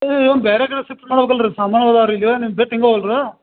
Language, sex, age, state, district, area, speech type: Kannada, male, 45-60, Karnataka, Belgaum, rural, conversation